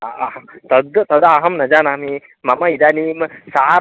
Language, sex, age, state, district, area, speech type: Sanskrit, male, 30-45, Karnataka, Uttara Kannada, rural, conversation